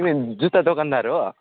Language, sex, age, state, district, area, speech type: Nepali, male, 18-30, West Bengal, Alipurduar, rural, conversation